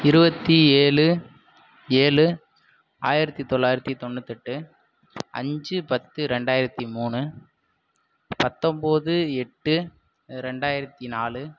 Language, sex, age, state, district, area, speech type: Tamil, male, 18-30, Tamil Nadu, Sivaganga, rural, spontaneous